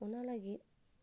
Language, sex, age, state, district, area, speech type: Santali, female, 30-45, West Bengal, Paschim Bardhaman, urban, spontaneous